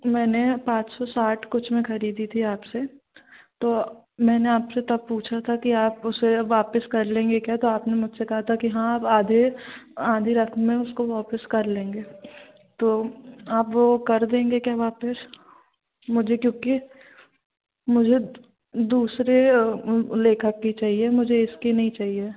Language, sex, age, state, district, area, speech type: Hindi, female, 18-30, Madhya Pradesh, Jabalpur, urban, conversation